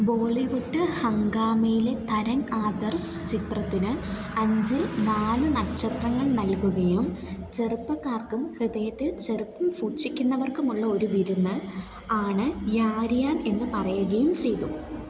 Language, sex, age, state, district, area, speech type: Malayalam, female, 18-30, Kerala, Idukki, rural, read